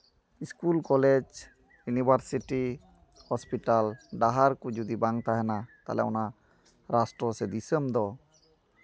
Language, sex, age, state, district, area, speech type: Santali, male, 30-45, West Bengal, Malda, rural, spontaneous